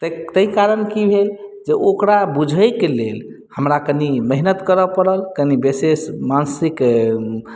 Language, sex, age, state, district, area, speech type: Maithili, male, 30-45, Bihar, Madhubani, rural, spontaneous